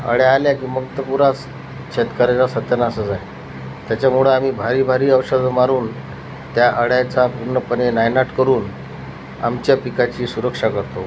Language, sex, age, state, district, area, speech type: Marathi, male, 30-45, Maharashtra, Washim, rural, spontaneous